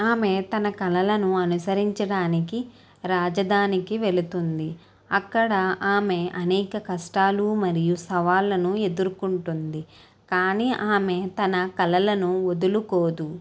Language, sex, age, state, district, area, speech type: Telugu, female, 18-30, Andhra Pradesh, Konaseema, rural, spontaneous